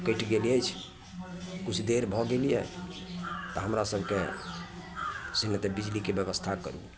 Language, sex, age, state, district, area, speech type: Maithili, male, 45-60, Bihar, Araria, rural, spontaneous